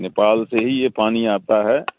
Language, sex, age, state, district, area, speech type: Urdu, male, 60+, Bihar, Supaul, rural, conversation